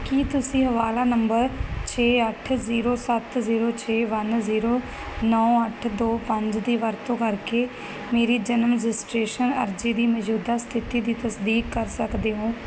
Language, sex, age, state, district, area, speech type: Punjabi, female, 30-45, Punjab, Barnala, rural, read